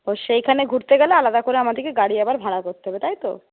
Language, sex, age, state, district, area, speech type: Bengali, female, 60+, West Bengal, Paschim Medinipur, rural, conversation